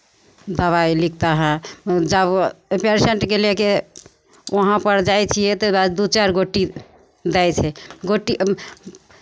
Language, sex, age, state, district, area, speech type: Maithili, female, 45-60, Bihar, Begusarai, rural, spontaneous